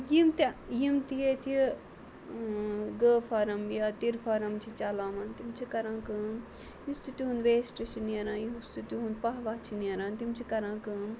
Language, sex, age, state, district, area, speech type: Kashmiri, female, 30-45, Jammu and Kashmir, Ganderbal, rural, spontaneous